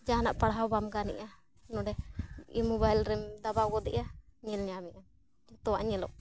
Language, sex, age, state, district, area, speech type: Santali, female, 30-45, Jharkhand, Bokaro, rural, spontaneous